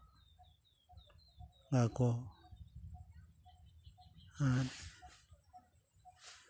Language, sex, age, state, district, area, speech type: Santali, male, 30-45, West Bengal, Purulia, rural, spontaneous